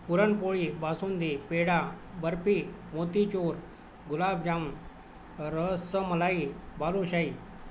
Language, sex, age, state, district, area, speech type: Marathi, male, 60+, Maharashtra, Nanded, urban, spontaneous